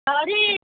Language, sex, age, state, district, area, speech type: Hindi, male, 30-45, Madhya Pradesh, Gwalior, rural, conversation